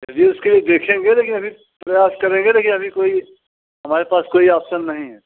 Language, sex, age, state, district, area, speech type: Hindi, male, 60+, Uttar Pradesh, Mirzapur, urban, conversation